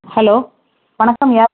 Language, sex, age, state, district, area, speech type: Tamil, female, 30-45, Tamil Nadu, Tirunelveli, rural, conversation